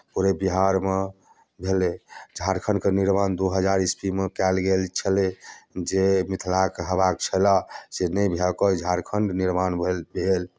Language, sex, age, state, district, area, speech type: Maithili, male, 30-45, Bihar, Darbhanga, rural, spontaneous